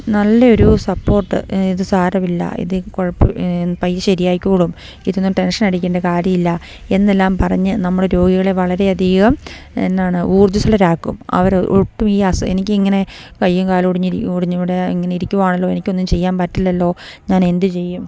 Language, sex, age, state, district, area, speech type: Malayalam, female, 45-60, Kerala, Idukki, rural, spontaneous